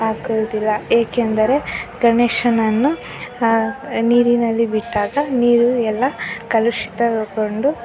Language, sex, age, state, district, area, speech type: Kannada, female, 18-30, Karnataka, Chitradurga, rural, spontaneous